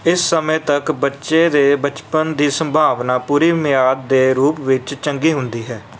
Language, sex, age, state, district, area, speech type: Punjabi, male, 18-30, Punjab, Kapurthala, urban, read